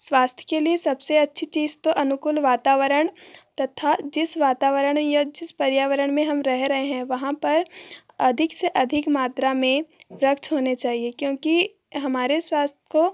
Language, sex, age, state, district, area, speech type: Hindi, female, 30-45, Madhya Pradesh, Balaghat, rural, spontaneous